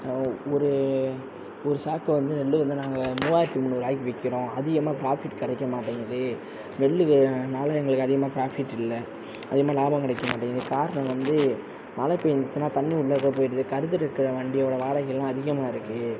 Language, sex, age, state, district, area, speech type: Tamil, male, 30-45, Tamil Nadu, Sivaganga, rural, spontaneous